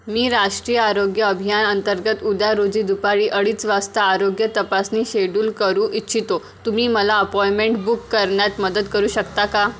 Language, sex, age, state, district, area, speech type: Marathi, female, 18-30, Maharashtra, Amravati, rural, read